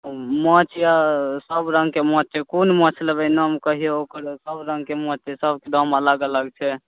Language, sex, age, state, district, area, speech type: Maithili, male, 18-30, Bihar, Saharsa, rural, conversation